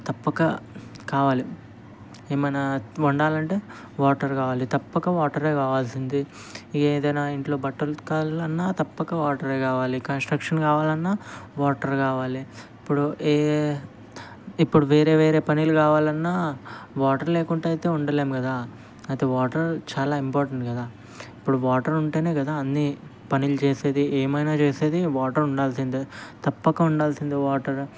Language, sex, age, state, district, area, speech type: Telugu, male, 18-30, Telangana, Ranga Reddy, urban, spontaneous